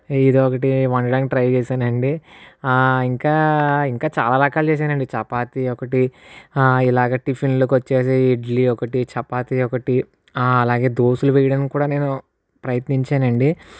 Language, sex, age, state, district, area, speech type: Telugu, male, 60+, Andhra Pradesh, Kakinada, urban, spontaneous